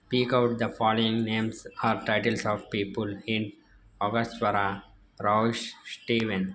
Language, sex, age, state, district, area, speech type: Telugu, male, 18-30, Andhra Pradesh, N T Rama Rao, rural, spontaneous